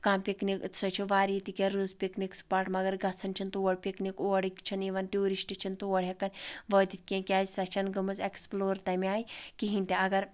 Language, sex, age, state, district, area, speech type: Kashmiri, female, 45-60, Jammu and Kashmir, Anantnag, rural, spontaneous